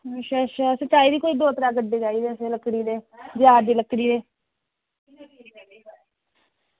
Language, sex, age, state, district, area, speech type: Dogri, female, 60+, Jammu and Kashmir, Reasi, rural, conversation